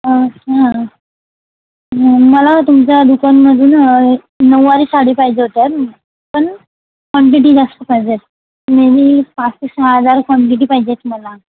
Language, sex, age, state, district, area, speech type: Marathi, female, 18-30, Maharashtra, Washim, urban, conversation